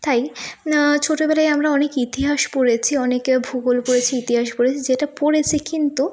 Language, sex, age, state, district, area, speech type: Bengali, female, 18-30, West Bengal, North 24 Parganas, urban, spontaneous